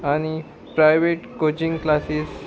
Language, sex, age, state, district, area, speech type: Goan Konkani, male, 30-45, Goa, Murmgao, rural, spontaneous